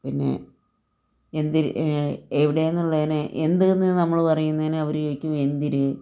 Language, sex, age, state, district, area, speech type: Malayalam, female, 45-60, Kerala, Palakkad, rural, spontaneous